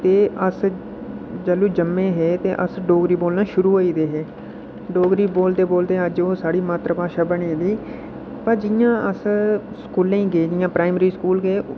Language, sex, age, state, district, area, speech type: Dogri, male, 18-30, Jammu and Kashmir, Udhampur, rural, spontaneous